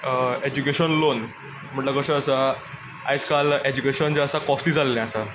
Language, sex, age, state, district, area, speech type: Goan Konkani, male, 18-30, Goa, Quepem, rural, spontaneous